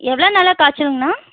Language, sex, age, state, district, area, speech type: Tamil, female, 18-30, Tamil Nadu, Erode, rural, conversation